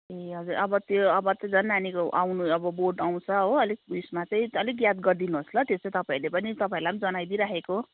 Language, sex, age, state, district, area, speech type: Nepali, female, 45-60, West Bengal, Kalimpong, rural, conversation